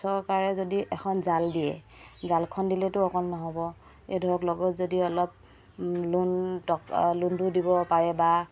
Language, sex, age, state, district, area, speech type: Assamese, female, 45-60, Assam, Dibrugarh, rural, spontaneous